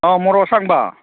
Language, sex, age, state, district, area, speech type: Manipuri, male, 45-60, Manipur, Kangpokpi, urban, conversation